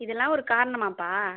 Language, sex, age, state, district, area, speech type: Tamil, female, 30-45, Tamil Nadu, Viluppuram, urban, conversation